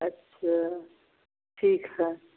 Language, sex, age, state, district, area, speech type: Hindi, female, 60+, Uttar Pradesh, Varanasi, rural, conversation